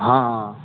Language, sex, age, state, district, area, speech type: Hindi, male, 18-30, Rajasthan, Bharatpur, rural, conversation